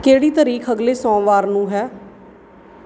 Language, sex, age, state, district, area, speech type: Punjabi, female, 30-45, Punjab, Bathinda, urban, read